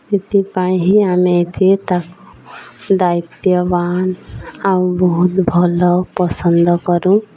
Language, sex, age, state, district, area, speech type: Odia, female, 18-30, Odisha, Nuapada, urban, spontaneous